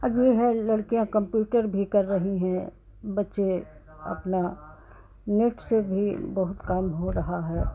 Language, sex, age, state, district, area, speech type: Hindi, female, 60+, Uttar Pradesh, Hardoi, rural, spontaneous